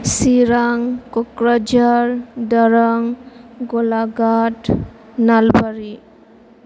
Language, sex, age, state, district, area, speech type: Bodo, female, 18-30, Assam, Chirang, rural, spontaneous